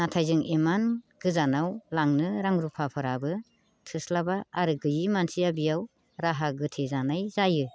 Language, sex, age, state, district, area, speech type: Bodo, female, 45-60, Assam, Baksa, rural, spontaneous